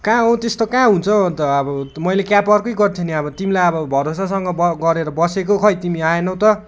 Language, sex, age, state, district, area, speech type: Nepali, male, 18-30, West Bengal, Darjeeling, rural, spontaneous